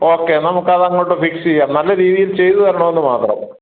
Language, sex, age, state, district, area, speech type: Malayalam, male, 60+, Kerala, Kottayam, rural, conversation